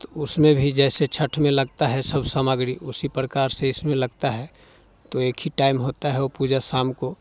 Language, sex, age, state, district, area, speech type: Hindi, male, 30-45, Bihar, Muzaffarpur, rural, spontaneous